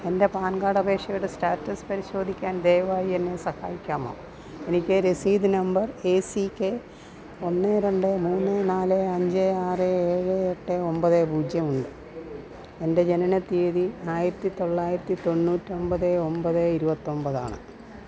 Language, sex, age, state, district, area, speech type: Malayalam, female, 60+, Kerala, Pathanamthitta, rural, read